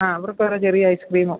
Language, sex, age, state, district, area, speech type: Malayalam, female, 45-60, Kerala, Idukki, rural, conversation